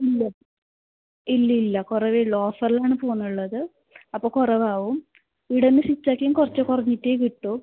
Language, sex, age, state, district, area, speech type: Malayalam, female, 18-30, Kerala, Kasaragod, rural, conversation